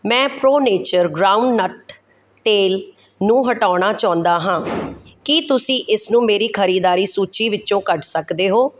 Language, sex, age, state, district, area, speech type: Punjabi, female, 45-60, Punjab, Kapurthala, rural, read